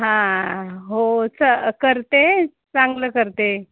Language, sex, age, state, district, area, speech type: Marathi, female, 30-45, Maharashtra, Ratnagiri, rural, conversation